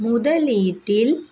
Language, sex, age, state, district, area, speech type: Tamil, female, 30-45, Tamil Nadu, Perambalur, rural, read